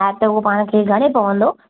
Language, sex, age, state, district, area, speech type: Sindhi, female, 30-45, Gujarat, Kutch, rural, conversation